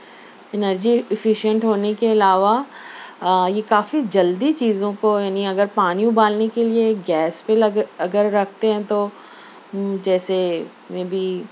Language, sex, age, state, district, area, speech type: Urdu, female, 45-60, Maharashtra, Nashik, urban, spontaneous